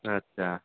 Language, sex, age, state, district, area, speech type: Hindi, male, 18-30, Bihar, Samastipur, rural, conversation